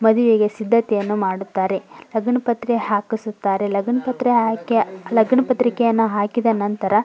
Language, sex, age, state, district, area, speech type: Kannada, female, 18-30, Karnataka, Koppal, rural, spontaneous